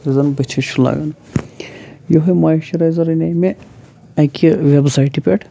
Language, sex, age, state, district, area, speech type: Kashmiri, male, 30-45, Jammu and Kashmir, Shopian, urban, spontaneous